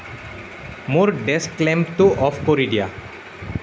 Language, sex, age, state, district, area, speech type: Assamese, male, 18-30, Assam, Nalbari, rural, read